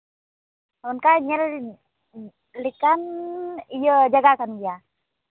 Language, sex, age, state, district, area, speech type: Santali, female, 18-30, Jharkhand, Seraikela Kharsawan, rural, conversation